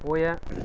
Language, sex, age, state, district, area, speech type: Dogri, male, 30-45, Jammu and Kashmir, Udhampur, urban, spontaneous